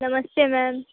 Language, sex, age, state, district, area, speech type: Hindi, female, 30-45, Uttar Pradesh, Mirzapur, rural, conversation